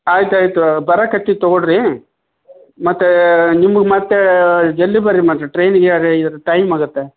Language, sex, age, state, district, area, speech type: Kannada, male, 60+, Karnataka, Koppal, urban, conversation